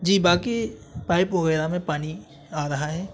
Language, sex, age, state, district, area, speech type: Urdu, male, 18-30, Uttar Pradesh, Saharanpur, urban, spontaneous